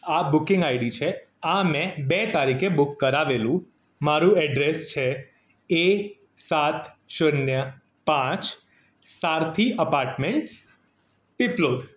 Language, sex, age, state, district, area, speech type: Gujarati, male, 30-45, Gujarat, Surat, urban, spontaneous